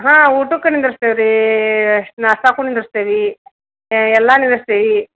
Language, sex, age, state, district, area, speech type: Kannada, female, 30-45, Karnataka, Dharwad, urban, conversation